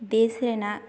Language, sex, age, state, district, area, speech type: Santali, female, 18-30, West Bengal, Jhargram, rural, spontaneous